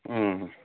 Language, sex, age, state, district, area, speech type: Manipuri, male, 30-45, Manipur, Kangpokpi, urban, conversation